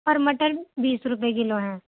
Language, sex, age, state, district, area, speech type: Urdu, female, 45-60, Delhi, Central Delhi, urban, conversation